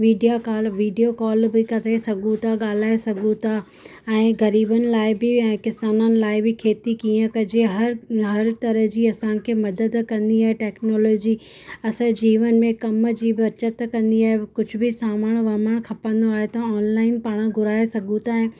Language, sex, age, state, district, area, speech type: Sindhi, female, 18-30, Rajasthan, Ajmer, urban, spontaneous